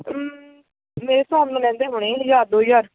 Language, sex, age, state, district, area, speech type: Punjabi, female, 18-30, Punjab, Hoshiarpur, rural, conversation